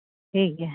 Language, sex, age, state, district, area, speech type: Santali, female, 30-45, Jharkhand, East Singhbhum, rural, conversation